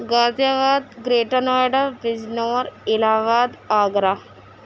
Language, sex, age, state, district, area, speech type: Urdu, female, 18-30, Uttar Pradesh, Gautam Buddha Nagar, rural, spontaneous